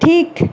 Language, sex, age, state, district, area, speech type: Bengali, female, 30-45, West Bengal, Nadia, urban, read